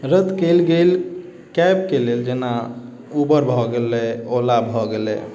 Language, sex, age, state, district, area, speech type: Maithili, male, 18-30, Bihar, Sitamarhi, urban, spontaneous